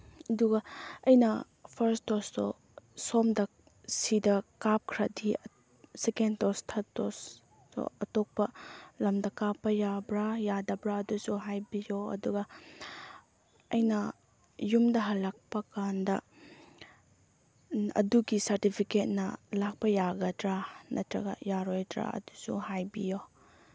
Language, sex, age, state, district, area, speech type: Manipuri, female, 18-30, Manipur, Chandel, rural, spontaneous